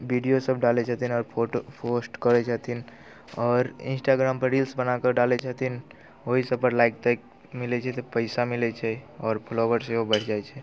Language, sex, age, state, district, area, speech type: Maithili, male, 18-30, Bihar, Muzaffarpur, rural, spontaneous